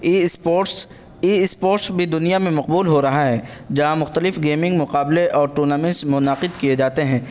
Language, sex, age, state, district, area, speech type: Urdu, male, 18-30, Uttar Pradesh, Saharanpur, urban, spontaneous